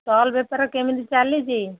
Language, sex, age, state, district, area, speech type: Odia, female, 60+, Odisha, Jharsuguda, rural, conversation